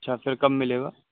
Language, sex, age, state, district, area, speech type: Urdu, male, 18-30, Uttar Pradesh, Saharanpur, urban, conversation